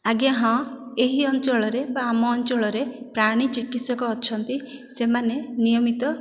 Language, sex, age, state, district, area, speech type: Odia, female, 30-45, Odisha, Dhenkanal, rural, spontaneous